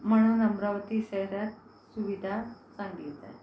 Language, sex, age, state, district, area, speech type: Marathi, female, 45-60, Maharashtra, Amravati, urban, spontaneous